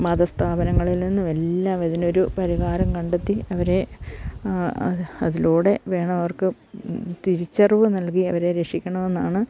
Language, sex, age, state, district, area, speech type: Malayalam, female, 60+, Kerala, Idukki, rural, spontaneous